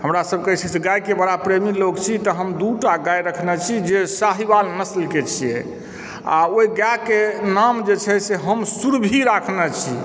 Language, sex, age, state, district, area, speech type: Maithili, male, 45-60, Bihar, Supaul, rural, spontaneous